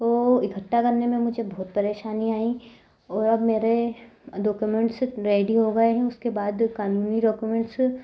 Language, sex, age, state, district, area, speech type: Hindi, female, 18-30, Madhya Pradesh, Ujjain, rural, spontaneous